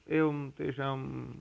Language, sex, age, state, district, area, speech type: Sanskrit, male, 30-45, Karnataka, Uttara Kannada, rural, spontaneous